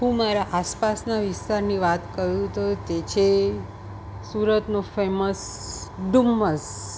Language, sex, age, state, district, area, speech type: Gujarati, female, 45-60, Gujarat, Surat, urban, spontaneous